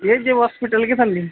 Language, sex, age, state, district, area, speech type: Kannada, male, 45-60, Karnataka, Dakshina Kannada, urban, conversation